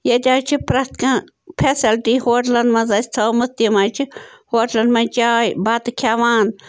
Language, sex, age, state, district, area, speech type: Kashmiri, female, 30-45, Jammu and Kashmir, Bandipora, rural, spontaneous